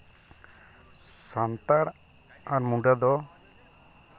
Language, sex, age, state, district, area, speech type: Santali, male, 18-30, West Bengal, Purulia, rural, spontaneous